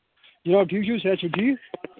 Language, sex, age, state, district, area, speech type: Kashmiri, male, 30-45, Jammu and Kashmir, Kupwara, rural, conversation